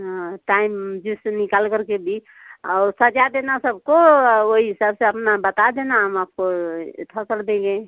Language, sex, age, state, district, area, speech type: Hindi, female, 30-45, Uttar Pradesh, Ghazipur, rural, conversation